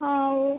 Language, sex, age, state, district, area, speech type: Tamil, female, 18-30, Tamil Nadu, Cuddalore, rural, conversation